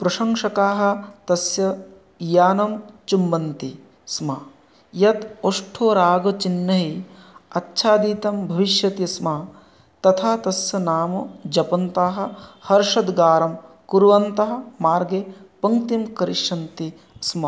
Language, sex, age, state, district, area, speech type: Sanskrit, male, 30-45, West Bengal, North 24 Parganas, rural, read